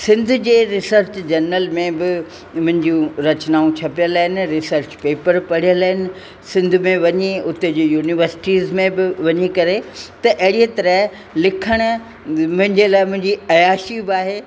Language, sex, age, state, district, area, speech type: Sindhi, female, 60+, Rajasthan, Ajmer, urban, spontaneous